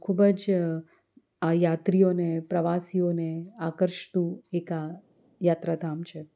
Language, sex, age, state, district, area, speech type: Gujarati, female, 30-45, Gujarat, Anand, urban, spontaneous